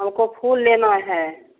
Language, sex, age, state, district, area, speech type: Hindi, female, 30-45, Bihar, Begusarai, rural, conversation